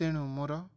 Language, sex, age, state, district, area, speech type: Odia, male, 18-30, Odisha, Balangir, urban, spontaneous